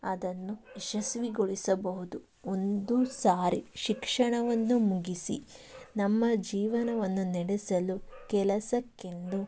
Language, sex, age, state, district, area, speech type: Kannada, female, 30-45, Karnataka, Tumkur, rural, spontaneous